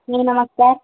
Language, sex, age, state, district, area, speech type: Odia, female, 18-30, Odisha, Subarnapur, urban, conversation